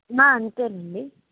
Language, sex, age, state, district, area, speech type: Telugu, female, 60+, Andhra Pradesh, Konaseema, rural, conversation